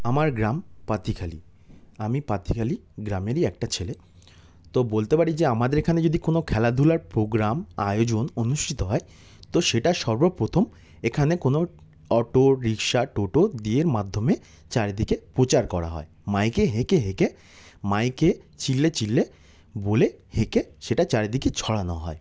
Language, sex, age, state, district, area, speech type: Bengali, male, 30-45, West Bengal, South 24 Parganas, rural, spontaneous